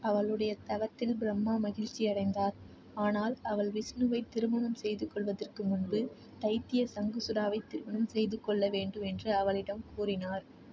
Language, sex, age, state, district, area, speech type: Tamil, female, 30-45, Tamil Nadu, Tiruvarur, rural, read